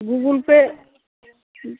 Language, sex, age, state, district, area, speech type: Bengali, female, 45-60, West Bengal, Uttar Dinajpur, urban, conversation